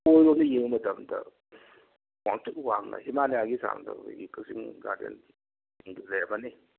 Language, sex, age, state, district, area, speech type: Manipuri, male, 30-45, Manipur, Kakching, rural, conversation